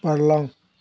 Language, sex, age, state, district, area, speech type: Bodo, male, 60+, Assam, Chirang, rural, read